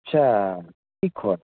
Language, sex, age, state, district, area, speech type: Assamese, male, 30-45, Assam, Kamrup Metropolitan, urban, conversation